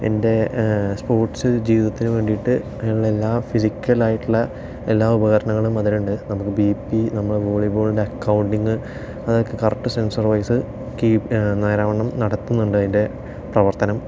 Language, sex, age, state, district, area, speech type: Malayalam, male, 18-30, Kerala, Palakkad, urban, spontaneous